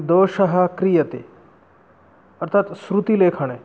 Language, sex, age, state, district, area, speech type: Sanskrit, male, 18-30, West Bengal, Murshidabad, rural, spontaneous